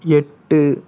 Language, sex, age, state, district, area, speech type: Tamil, female, 30-45, Tamil Nadu, Ariyalur, rural, read